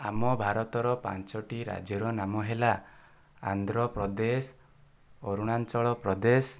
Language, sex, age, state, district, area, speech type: Odia, male, 18-30, Odisha, Kandhamal, rural, spontaneous